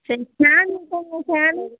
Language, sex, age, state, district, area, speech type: Tamil, female, 18-30, Tamil Nadu, Namakkal, rural, conversation